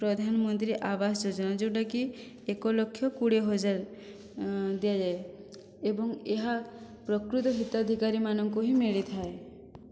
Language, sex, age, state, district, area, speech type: Odia, female, 18-30, Odisha, Boudh, rural, spontaneous